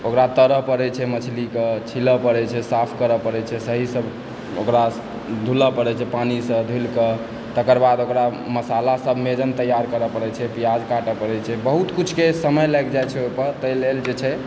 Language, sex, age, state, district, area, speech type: Maithili, male, 18-30, Bihar, Supaul, rural, spontaneous